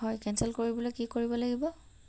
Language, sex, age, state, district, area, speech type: Assamese, female, 30-45, Assam, Sonitpur, rural, spontaneous